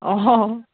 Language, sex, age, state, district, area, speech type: Assamese, female, 18-30, Assam, Charaideo, rural, conversation